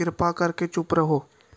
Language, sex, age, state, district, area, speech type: Punjabi, male, 18-30, Punjab, Gurdaspur, urban, read